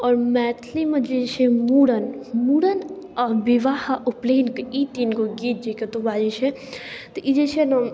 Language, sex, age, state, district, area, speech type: Maithili, female, 18-30, Bihar, Darbhanga, rural, spontaneous